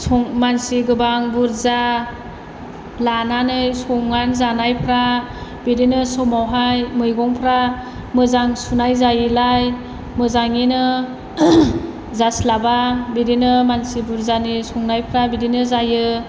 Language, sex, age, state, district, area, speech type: Bodo, female, 30-45, Assam, Chirang, rural, spontaneous